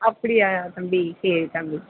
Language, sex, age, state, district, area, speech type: Tamil, female, 30-45, Tamil Nadu, Pudukkottai, rural, conversation